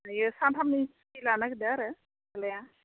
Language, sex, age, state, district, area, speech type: Bodo, female, 30-45, Assam, Udalguri, urban, conversation